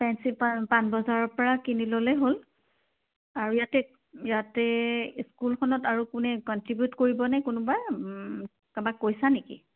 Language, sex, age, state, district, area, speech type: Assamese, female, 45-60, Assam, Kamrup Metropolitan, urban, conversation